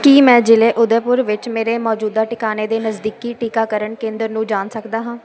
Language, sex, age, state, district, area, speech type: Punjabi, female, 18-30, Punjab, Muktsar, urban, read